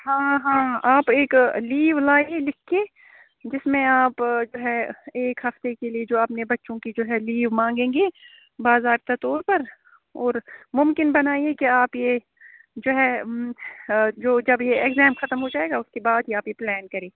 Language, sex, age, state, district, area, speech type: Urdu, female, 30-45, Jammu and Kashmir, Srinagar, urban, conversation